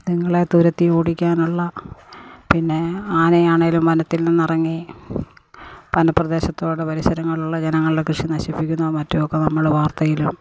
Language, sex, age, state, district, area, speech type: Malayalam, female, 60+, Kerala, Pathanamthitta, rural, spontaneous